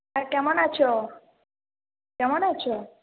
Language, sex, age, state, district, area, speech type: Bengali, female, 30-45, West Bengal, Purulia, urban, conversation